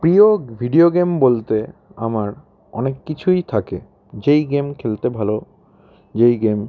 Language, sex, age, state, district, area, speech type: Bengali, male, 18-30, West Bengal, Howrah, urban, spontaneous